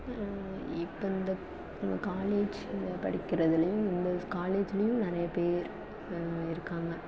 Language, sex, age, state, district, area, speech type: Tamil, female, 18-30, Tamil Nadu, Thanjavur, rural, spontaneous